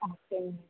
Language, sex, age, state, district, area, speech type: Tamil, female, 18-30, Tamil Nadu, Tirupattur, rural, conversation